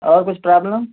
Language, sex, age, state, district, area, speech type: Hindi, male, 30-45, Uttar Pradesh, Mau, rural, conversation